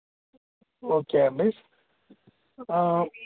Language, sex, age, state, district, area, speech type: Telugu, male, 18-30, Telangana, Jagtial, urban, conversation